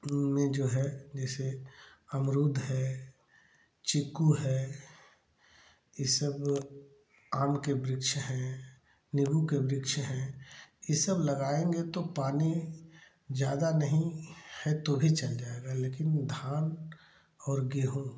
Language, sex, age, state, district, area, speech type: Hindi, male, 45-60, Uttar Pradesh, Chandauli, urban, spontaneous